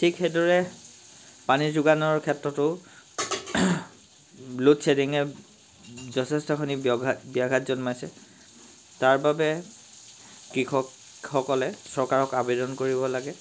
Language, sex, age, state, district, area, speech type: Assamese, male, 30-45, Assam, Sivasagar, rural, spontaneous